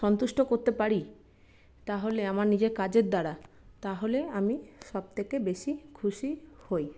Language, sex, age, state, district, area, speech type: Bengali, female, 30-45, West Bengal, Paschim Bardhaman, urban, spontaneous